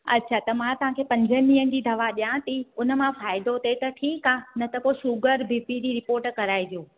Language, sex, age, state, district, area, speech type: Sindhi, female, 30-45, Gujarat, Surat, urban, conversation